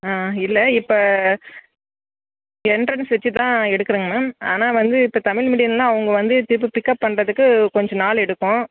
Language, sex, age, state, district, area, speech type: Tamil, female, 30-45, Tamil Nadu, Dharmapuri, rural, conversation